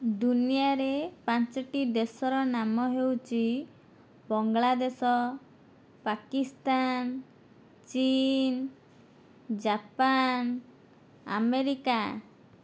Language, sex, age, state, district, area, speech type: Odia, female, 60+, Odisha, Kandhamal, rural, spontaneous